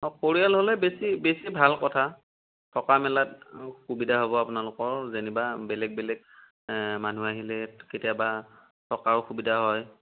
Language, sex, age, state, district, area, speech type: Assamese, male, 30-45, Assam, Sonitpur, rural, conversation